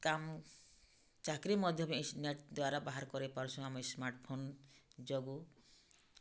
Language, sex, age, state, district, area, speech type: Odia, female, 45-60, Odisha, Bargarh, urban, spontaneous